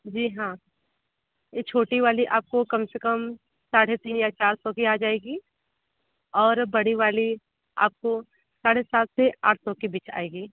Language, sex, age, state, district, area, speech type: Hindi, female, 30-45, Uttar Pradesh, Sonbhadra, rural, conversation